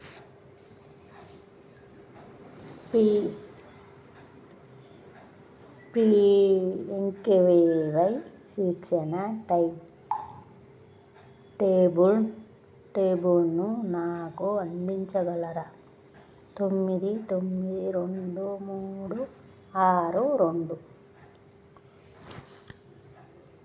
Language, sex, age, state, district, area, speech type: Telugu, female, 30-45, Telangana, Jagtial, rural, read